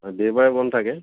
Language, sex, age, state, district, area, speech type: Assamese, male, 45-60, Assam, Tinsukia, urban, conversation